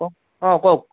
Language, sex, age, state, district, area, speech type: Assamese, male, 45-60, Assam, Dhemaji, rural, conversation